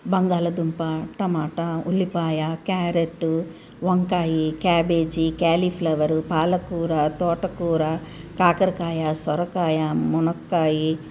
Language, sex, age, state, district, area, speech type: Telugu, female, 60+, Telangana, Medchal, urban, spontaneous